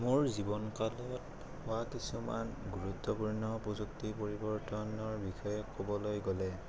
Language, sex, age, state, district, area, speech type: Assamese, male, 18-30, Assam, Morigaon, rural, spontaneous